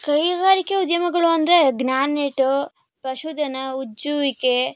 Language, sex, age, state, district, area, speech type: Kannada, female, 18-30, Karnataka, Tumkur, urban, spontaneous